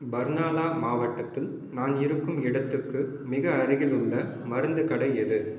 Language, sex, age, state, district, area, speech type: Tamil, male, 30-45, Tamil Nadu, Cuddalore, rural, read